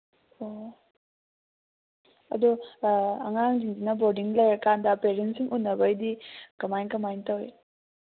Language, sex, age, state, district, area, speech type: Manipuri, female, 18-30, Manipur, Kangpokpi, urban, conversation